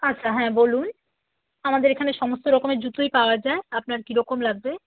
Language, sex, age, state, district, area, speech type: Bengali, female, 30-45, West Bengal, Alipurduar, rural, conversation